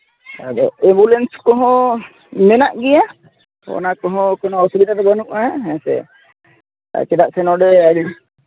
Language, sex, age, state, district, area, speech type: Santali, male, 30-45, Jharkhand, East Singhbhum, rural, conversation